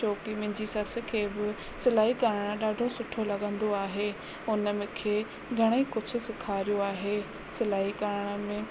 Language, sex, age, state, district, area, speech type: Sindhi, female, 30-45, Rajasthan, Ajmer, urban, spontaneous